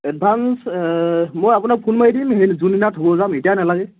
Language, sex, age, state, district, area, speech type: Assamese, male, 18-30, Assam, Tinsukia, urban, conversation